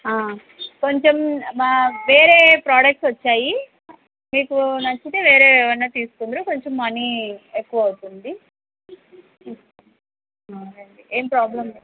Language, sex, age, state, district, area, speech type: Telugu, female, 18-30, Andhra Pradesh, Sri Satya Sai, urban, conversation